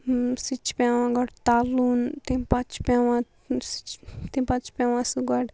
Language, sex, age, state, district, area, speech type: Kashmiri, female, 45-60, Jammu and Kashmir, Baramulla, rural, spontaneous